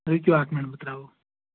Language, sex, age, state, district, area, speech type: Kashmiri, male, 18-30, Jammu and Kashmir, Anantnag, rural, conversation